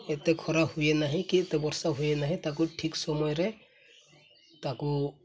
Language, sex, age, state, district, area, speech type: Odia, male, 18-30, Odisha, Mayurbhanj, rural, spontaneous